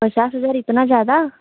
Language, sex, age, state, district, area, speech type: Hindi, female, 18-30, Uttar Pradesh, Ghazipur, rural, conversation